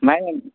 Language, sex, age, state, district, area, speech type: Bodo, male, 18-30, Assam, Kokrajhar, rural, conversation